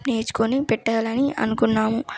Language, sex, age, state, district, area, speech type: Telugu, female, 18-30, Telangana, Karimnagar, rural, spontaneous